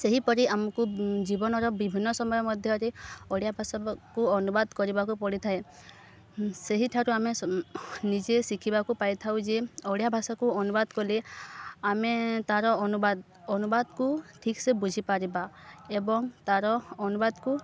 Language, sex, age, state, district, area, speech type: Odia, female, 18-30, Odisha, Subarnapur, urban, spontaneous